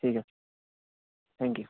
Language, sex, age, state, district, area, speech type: Assamese, male, 18-30, Assam, Barpeta, rural, conversation